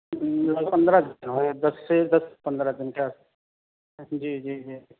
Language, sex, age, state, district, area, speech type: Urdu, male, 30-45, Delhi, South Delhi, urban, conversation